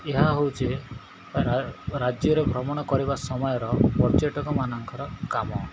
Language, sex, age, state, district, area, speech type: Odia, male, 18-30, Odisha, Koraput, urban, spontaneous